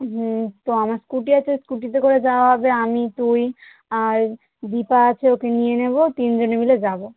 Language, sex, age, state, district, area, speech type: Bengali, female, 18-30, West Bengal, South 24 Parganas, rural, conversation